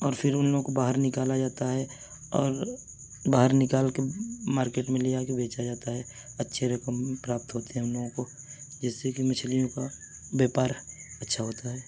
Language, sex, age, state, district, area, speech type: Urdu, male, 30-45, Uttar Pradesh, Mirzapur, rural, spontaneous